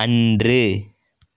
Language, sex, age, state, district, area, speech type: Tamil, male, 18-30, Tamil Nadu, Dharmapuri, urban, read